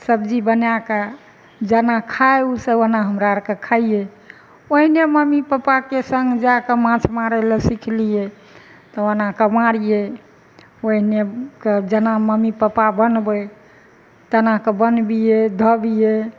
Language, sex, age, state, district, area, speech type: Maithili, female, 60+, Bihar, Madhepura, urban, spontaneous